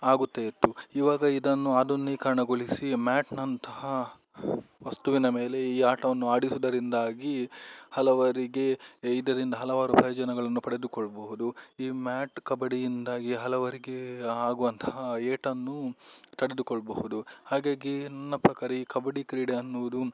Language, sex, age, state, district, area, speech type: Kannada, male, 18-30, Karnataka, Udupi, rural, spontaneous